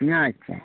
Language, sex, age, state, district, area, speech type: Bengali, male, 30-45, West Bengal, Uttar Dinajpur, urban, conversation